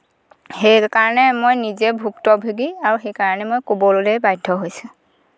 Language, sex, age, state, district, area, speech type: Assamese, female, 30-45, Assam, Golaghat, urban, spontaneous